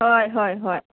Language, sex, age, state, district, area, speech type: Manipuri, female, 30-45, Manipur, Senapati, rural, conversation